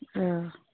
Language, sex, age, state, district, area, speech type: Bodo, female, 18-30, Assam, Udalguri, rural, conversation